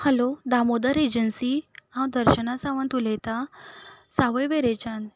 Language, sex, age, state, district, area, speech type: Goan Konkani, female, 18-30, Goa, Ponda, rural, spontaneous